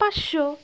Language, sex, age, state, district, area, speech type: Bengali, female, 45-60, West Bengal, Jalpaiguri, rural, spontaneous